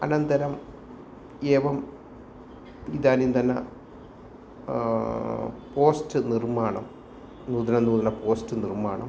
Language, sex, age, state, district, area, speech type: Sanskrit, male, 45-60, Kerala, Thrissur, urban, spontaneous